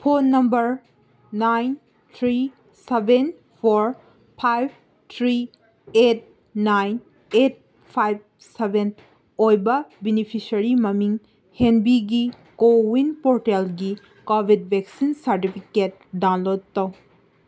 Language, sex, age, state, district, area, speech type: Manipuri, female, 18-30, Manipur, Senapati, urban, read